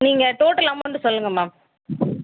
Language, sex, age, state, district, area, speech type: Tamil, female, 18-30, Tamil Nadu, Viluppuram, rural, conversation